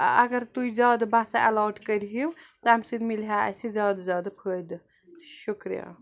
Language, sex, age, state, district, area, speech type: Kashmiri, female, 45-60, Jammu and Kashmir, Srinagar, urban, spontaneous